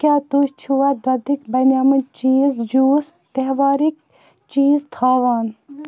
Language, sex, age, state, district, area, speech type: Kashmiri, female, 30-45, Jammu and Kashmir, Baramulla, rural, read